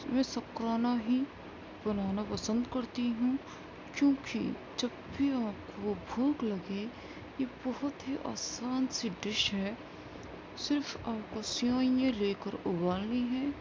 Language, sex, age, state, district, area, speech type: Urdu, female, 18-30, Uttar Pradesh, Gautam Buddha Nagar, urban, spontaneous